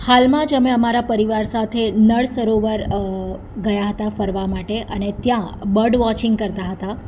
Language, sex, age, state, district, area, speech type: Gujarati, female, 30-45, Gujarat, Surat, urban, spontaneous